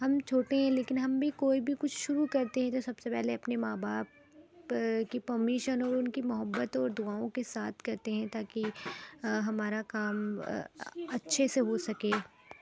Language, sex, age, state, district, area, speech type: Urdu, female, 18-30, Uttar Pradesh, Rampur, urban, spontaneous